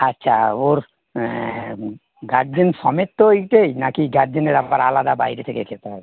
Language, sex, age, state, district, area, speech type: Bengali, male, 60+, West Bengal, North 24 Parganas, urban, conversation